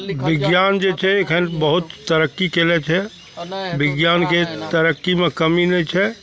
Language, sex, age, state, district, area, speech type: Maithili, male, 45-60, Bihar, Araria, rural, spontaneous